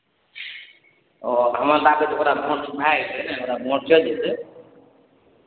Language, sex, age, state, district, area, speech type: Maithili, male, 18-30, Bihar, Araria, rural, conversation